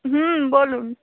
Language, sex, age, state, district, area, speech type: Bengali, female, 18-30, West Bengal, Darjeeling, rural, conversation